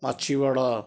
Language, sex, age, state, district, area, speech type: Punjabi, male, 60+, Punjab, Ludhiana, rural, spontaneous